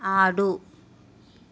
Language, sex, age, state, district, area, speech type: Telugu, female, 60+, Andhra Pradesh, N T Rama Rao, urban, read